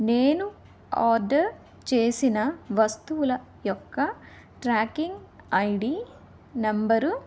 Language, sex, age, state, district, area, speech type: Telugu, female, 18-30, Andhra Pradesh, Vizianagaram, rural, spontaneous